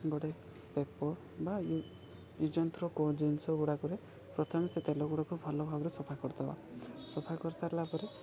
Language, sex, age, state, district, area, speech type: Odia, male, 18-30, Odisha, Koraput, urban, spontaneous